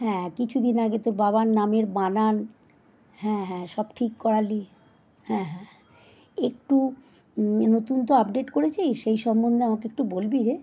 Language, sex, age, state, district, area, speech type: Bengali, female, 45-60, West Bengal, Howrah, urban, spontaneous